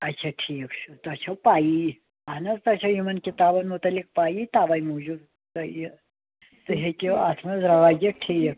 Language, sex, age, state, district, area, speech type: Kashmiri, female, 60+, Jammu and Kashmir, Srinagar, urban, conversation